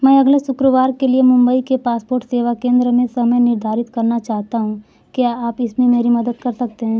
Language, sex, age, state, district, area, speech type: Hindi, female, 18-30, Uttar Pradesh, Mau, rural, read